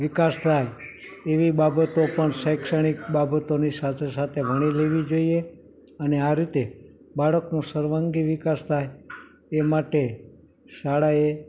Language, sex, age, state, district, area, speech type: Gujarati, male, 18-30, Gujarat, Morbi, urban, spontaneous